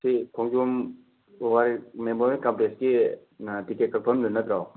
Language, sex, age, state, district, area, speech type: Manipuri, male, 18-30, Manipur, Thoubal, rural, conversation